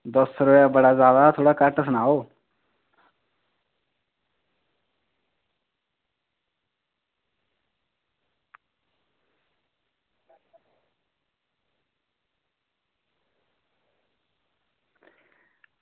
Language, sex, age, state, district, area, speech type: Dogri, male, 18-30, Jammu and Kashmir, Reasi, rural, conversation